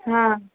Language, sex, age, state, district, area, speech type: Hindi, female, 30-45, Uttar Pradesh, Prayagraj, urban, conversation